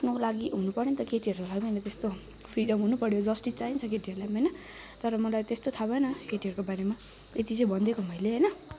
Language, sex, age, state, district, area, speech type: Nepali, male, 18-30, West Bengal, Kalimpong, rural, spontaneous